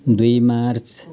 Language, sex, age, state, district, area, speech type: Nepali, male, 60+, West Bengal, Jalpaiguri, urban, spontaneous